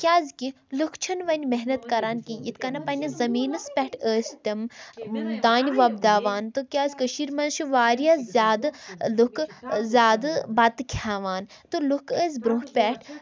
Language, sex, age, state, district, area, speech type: Kashmiri, female, 18-30, Jammu and Kashmir, Baramulla, rural, spontaneous